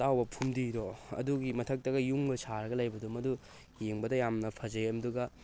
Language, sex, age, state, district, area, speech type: Manipuri, male, 18-30, Manipur, Thoubal, rural, spontaneous